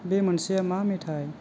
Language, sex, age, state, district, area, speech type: Bodo, male, 18-30, Assam, Kokrajhar, rural, read